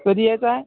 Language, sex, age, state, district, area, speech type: Marathi, male, 45-60, Maharashtra, Akola, urban, conversation